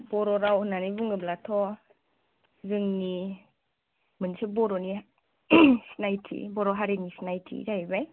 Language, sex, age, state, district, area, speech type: Bodo, female, 30-45, Assam, Kokrajhar, rural, conversation